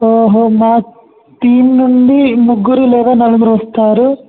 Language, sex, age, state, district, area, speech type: Telugu, male, 18-30, Telangana, Mancherial, rural, conversation